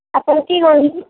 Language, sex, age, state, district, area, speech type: Odia, female, 18-30, Odisha, Koraput, urban, conversation